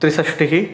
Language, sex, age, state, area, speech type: Sanskrit, male, 30-45, Rajasthan, urban, spontaneous